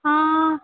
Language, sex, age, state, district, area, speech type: Maithili, female, 18-30, Bihar, Purnia, rural, conversation